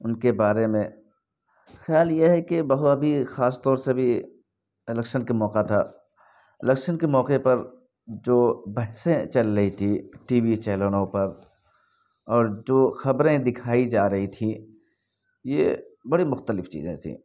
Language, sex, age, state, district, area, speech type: Urdu, male, 18-30, Bihar, Purnia, rural, spontaneous